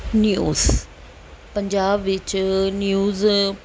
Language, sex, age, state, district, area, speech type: Punjabi, female, 45-60, Punjab, Pathankot, urban, spontaneous